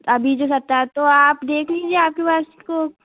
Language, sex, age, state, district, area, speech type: Hindi, female, 18-30, Madhya Pradesh, Gwalior, rural, conversation